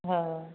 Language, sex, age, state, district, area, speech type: Sindhi, other, 60+, Maharashtra, Thane, urban, conversation